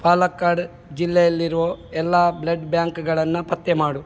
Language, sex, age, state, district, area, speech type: Kannada, male, 45-60, Karnataka, Udupi, rural, read